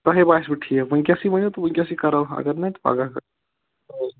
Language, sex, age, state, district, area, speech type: Kashmiri, male, 30-45, Jammu and Kashmir, Shopian, rural, conversation